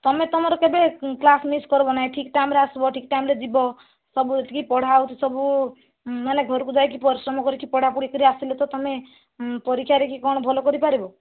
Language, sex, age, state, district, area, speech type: Odia, female, 45-60, Odisha, Kandhamal, rural, conversation